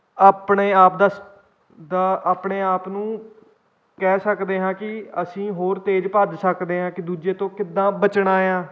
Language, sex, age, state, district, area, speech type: Punjabi, male, 18-30, Punjab, Kapurthala, rural, spontaneous